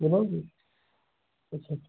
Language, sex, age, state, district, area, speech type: Dogri, male, 18-30, Jammu and Kashmir, Kathua, rural, conversation